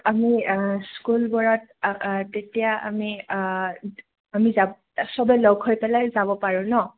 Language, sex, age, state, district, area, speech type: Assamese, female, 18-30, Assam, Goalpara, urban, conversation